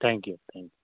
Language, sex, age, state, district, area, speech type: Telugu, male, 30-45, Telangana, Mancherial, rural, conversation